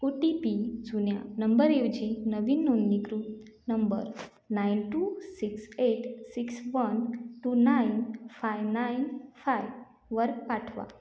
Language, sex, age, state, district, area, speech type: Marathi, female, 18-30, Maharashtra, Washim, rural, read